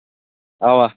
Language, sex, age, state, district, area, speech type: Kashmiri, male, 18-30, Jammu and Kashmir, Kulgam, rural, conversation